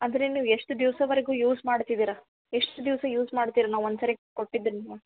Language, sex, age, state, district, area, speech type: Kannada, female, 30-45, Karnataka, Gulbarga, urban, conversation